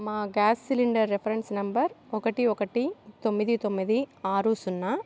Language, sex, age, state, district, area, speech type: Telugu, female, 30-45, Andhra Pradesh, Kadapa, rural, spontaneous